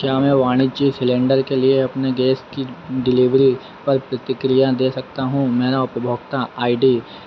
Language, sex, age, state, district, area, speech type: Hindi, male, 30-45, Madhya Pradesh, Harda, urban, read